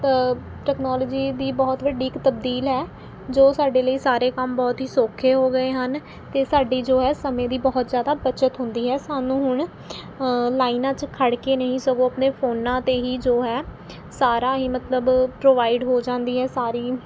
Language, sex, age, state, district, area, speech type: Punjabi, female, 18-30, Punjab, Mohali, urban, spontaneous